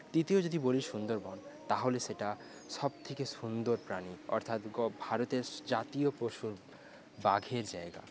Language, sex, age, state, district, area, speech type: Bengali, male, 18-30, West Bengal, Paschim Medinipur, rural, spontaneous